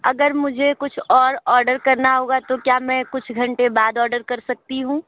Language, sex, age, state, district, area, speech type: Hindi, female, 30-45, Uttar Pradesh, Sonbhadra, rural, conversation